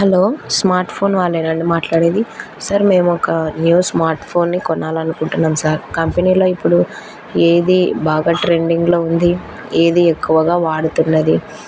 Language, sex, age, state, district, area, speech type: Telugu, female, 18-30, Andhra Pradesh, Kurnool, rural, spontaneous